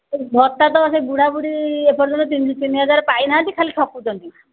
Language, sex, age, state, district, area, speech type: Odia, female, 60+, Odisha, Angul, rural, conversation